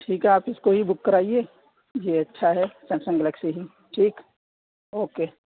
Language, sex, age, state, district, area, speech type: Urdu, female, 30-45, Delhi, South Delhi, rural, conversation